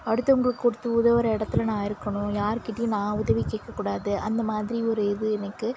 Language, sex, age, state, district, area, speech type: Tamil, female, 45-60, Tamil Nadu, Cuddalore, rural, spontaneous